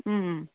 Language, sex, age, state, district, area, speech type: Kannada, female, 60+, Karnataka, Kolar, rural, conversation